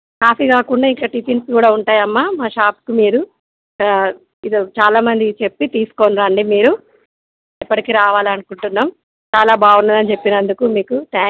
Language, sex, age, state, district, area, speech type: Telugu, female, 30-45, Telangana, Jagtial, rural, conversation